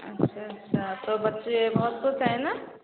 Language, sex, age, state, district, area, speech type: Hindi, female, 30-45, Uttar Pradesh, Sitapur, rural, conversation